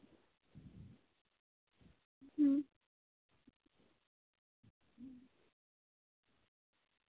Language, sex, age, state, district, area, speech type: Santali, female, 18-30, West Bengal, Bankura, rural, conversation